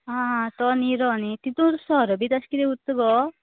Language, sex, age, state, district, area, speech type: Goan Konkani, female, 18-30, Goa, Canacona, rural, conversation